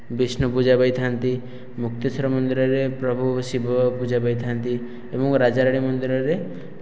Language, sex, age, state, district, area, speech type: Odia, male, 18-30, Odisha, Khordha, rural, spontaneous